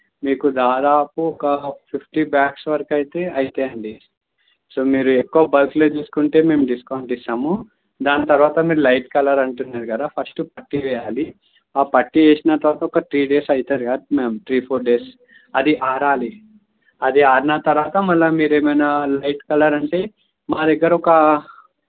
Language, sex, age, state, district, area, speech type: Telugu, male, 30-45, Andhra Pradesh, N T Rama Rao, rural, conversation